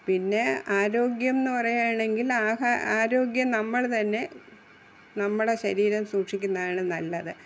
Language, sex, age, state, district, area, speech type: Malayalam, female, 60+, Kerala, Thiruvananthapuram, urban, spontaneous